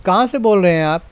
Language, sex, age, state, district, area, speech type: Urdu, male, 30-45, Maharashtra, Nashik, urban, spontaneous